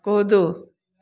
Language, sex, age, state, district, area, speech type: Maithili, female, 60+, Bihar, Samastipur, rural, read